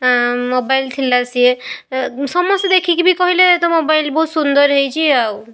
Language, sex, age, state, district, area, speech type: Odia, female, 18-30, Odisha, Balasore, rural, spontaneous